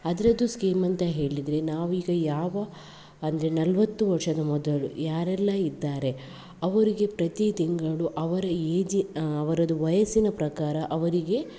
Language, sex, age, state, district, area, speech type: Kannada, female, 18-30, Karnataka, Udupi, rural, spontaneous